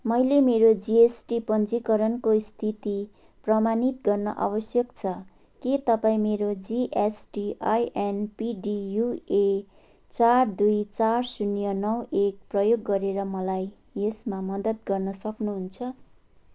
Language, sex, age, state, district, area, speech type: Nepali, female, 30-45, West Bengal, Jalpaiguri, urban, read